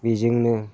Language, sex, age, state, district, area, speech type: Bodo, male, 45-60, Assam, Udalguri, rural, spontaneous